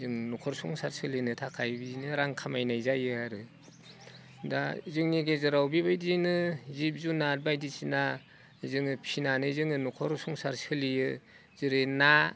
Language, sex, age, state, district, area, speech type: Bodo, male, 45-60, Assam, Udalguri, rural, spontaneous